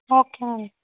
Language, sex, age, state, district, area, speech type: Telugu, female, 45-60, Andhra Pradesh, East Godavari, rural, conversation